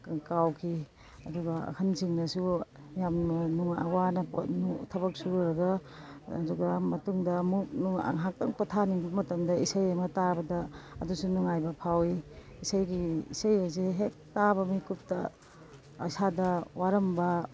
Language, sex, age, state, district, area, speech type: Manipuri, female, 45-60, Manipur, Imphal East, rural, spontaneous